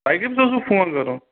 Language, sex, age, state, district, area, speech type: Kashmiri, male, 30-45, Jammu and Kashmir, Anantnag, rural, conversation